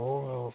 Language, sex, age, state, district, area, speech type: Marathi, male, 30-45, Maharashtra, Nagpur, rural, conversation